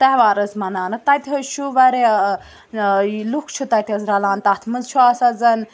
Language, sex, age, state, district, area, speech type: Kashmiri, female, 18-30, Jammu and Kashmir, Bandipora, urban, spontaneous